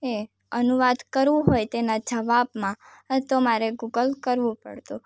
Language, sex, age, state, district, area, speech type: Gujarati, female, 18-30, Gujarat, Surat, rural, spontaneous